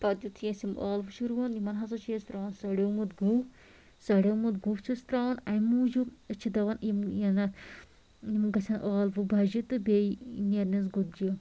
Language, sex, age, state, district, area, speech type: Kashmiri, female, 45-60, Jammu and Kashmir, Anantnag, rural, spontaneous